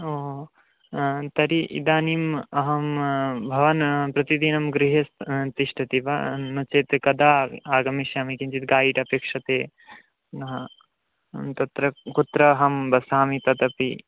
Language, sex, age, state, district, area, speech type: Sanskrit, male, 18-30, West Bengal, Purba Medinipur, rural, conversation